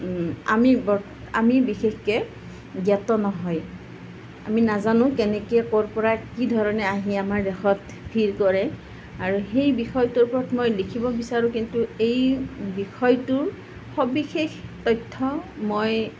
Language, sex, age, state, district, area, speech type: Assamese, female, 45-60, Assam, Nalbari, rural, spontaneous